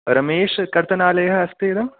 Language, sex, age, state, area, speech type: Sanskrit, male, 18-30, Jharkhand, urban, conversation